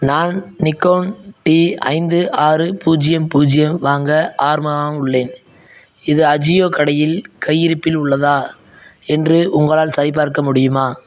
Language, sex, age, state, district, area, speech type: Tamil, male, 18-30, Tamil Nadu, Madurai, rural, read